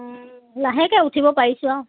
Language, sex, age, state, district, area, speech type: Assamese, female, 30-45, Assam, Dibrugarh, rural, conversation